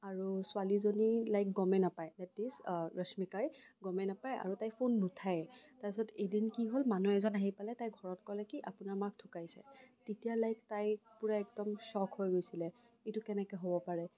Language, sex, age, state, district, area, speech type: Assamese, female, 18-30, Assam, Kamrup Metropolitan, urban, spontaneous